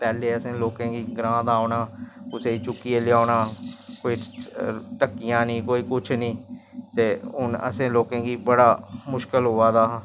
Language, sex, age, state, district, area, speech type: Dogri, male, 30-45, Jammu and Kashmir, Samba, rural, spontaneous